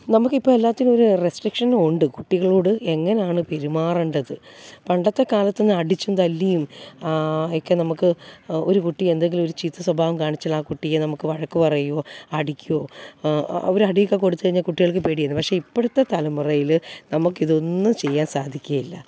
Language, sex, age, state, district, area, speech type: Malayalam, female, 30-45, Kerala, Alappuzha, rural, spontaneous